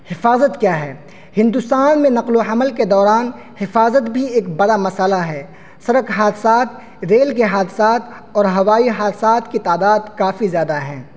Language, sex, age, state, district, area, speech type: Urdu, male, 18-30, Uttar Pradesh, Saharanpur, urban, spontaneous